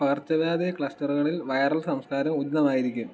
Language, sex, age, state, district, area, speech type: Malayalam, male, 18-30, Kerala, Kottayam, rural, read